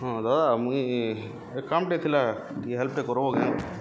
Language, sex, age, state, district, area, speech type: Odia, male, 30-45, Odisha, Subarnapur, urban, spontaneous